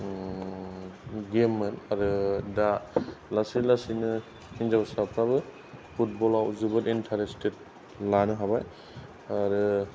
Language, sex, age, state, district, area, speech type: Bodo, male, 45-60, Assam, Kokrajhar, rural, spontaneous